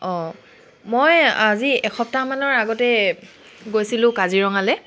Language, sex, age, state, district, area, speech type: Assamese, female, 18-30, Assam, Charaideo, urban, spontaneous